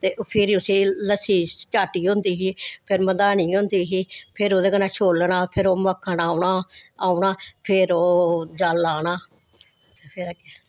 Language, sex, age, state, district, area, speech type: Dogri, female, 60+, Jammu and Kashmir, Samba, urban, spontaneous